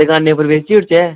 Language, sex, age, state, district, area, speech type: Dogri, male, 18-30, Jammu and Kashmir, Samba, urban, conversation